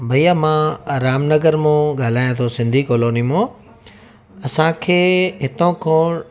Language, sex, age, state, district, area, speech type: Sindhi, male, 45-60, Gujarat, Surat, urban, spontaneous